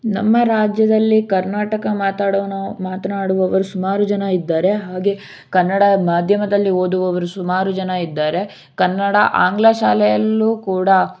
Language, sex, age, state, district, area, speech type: Kannada, male, 18-30, Karnataka, Shimoga, rural, spontaneous